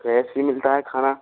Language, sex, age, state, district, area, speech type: Hindi, male, 60+, Rajasthan, Karauli, rural, conversation